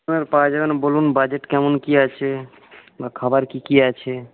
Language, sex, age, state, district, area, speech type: Bengali, male, 18-30, West Bengal, Paschim Medinipur, rural, conversation